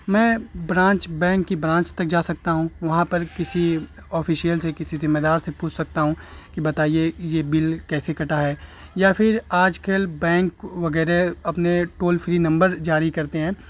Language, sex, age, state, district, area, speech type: Urdu, male, 30-45, Uttar Pradesh, Azamgarh, rural, spontaneous